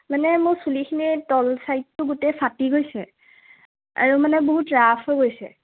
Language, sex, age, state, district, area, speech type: Assamese, female, 18-30, Assam, Sivasagar, rural, conversation